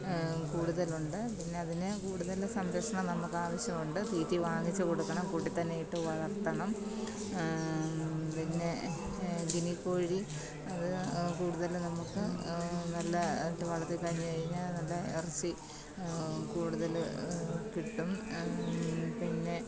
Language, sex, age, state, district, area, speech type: Malayalam, female, 30-45, Kerala, Kottayam, rural, spontaneous